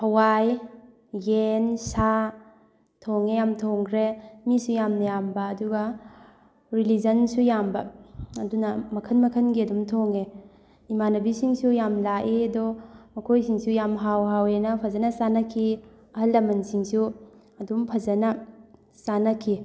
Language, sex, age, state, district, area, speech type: Manipuri, female, 18-30, Manipur, Thoubal, rural, spontaneous